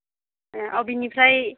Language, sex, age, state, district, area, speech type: Bodo, female, 30-45, Assam, Baksa, rural, conversation